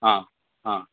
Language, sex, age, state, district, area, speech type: Goan Konkani, male, 45-60, Goa, Bardez, rural, conversation